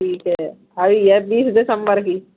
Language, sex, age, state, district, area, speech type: Hindi, female, 30-45, Madhya Pradesh, Gwalior, rural, conversation